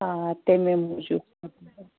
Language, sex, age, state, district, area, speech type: Kashmiri, female, 30-45, Jammu and Kashmir, Bandipora, rural, conversation